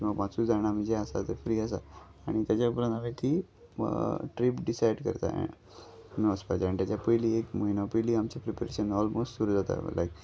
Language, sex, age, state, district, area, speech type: Goan Konkani, male, 30-45, Goa, Salcete, rural, spontaneous